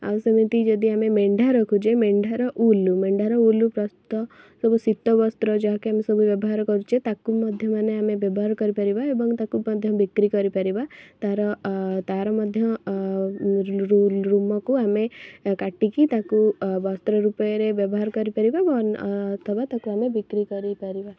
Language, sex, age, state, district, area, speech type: Odia, female, 18-30, Odisha, Cuttack, urban, spontaneous